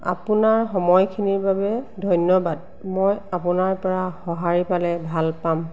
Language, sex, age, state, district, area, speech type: Assamese, female, 45-60, Assam, Golaghat, urban, read